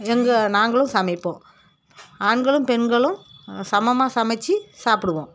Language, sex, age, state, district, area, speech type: Tamil, female, 45-60, Tamil Nadu, Dharmapuri, rural, spontaneous